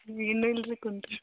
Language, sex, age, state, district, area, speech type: Kannada, female, 18-30, Karnataka, Gulbarga, urban, conversation